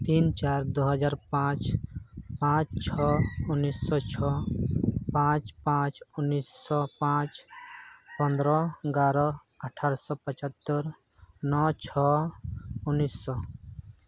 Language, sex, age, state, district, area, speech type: Santali, male, 18-30, Jharkhand, Pakur, rural, spontaneous